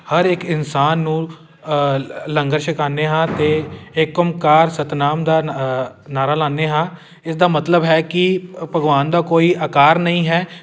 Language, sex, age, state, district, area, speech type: Punjabi, male, 18-30, Punjab, Amritsar, urban, spontaneous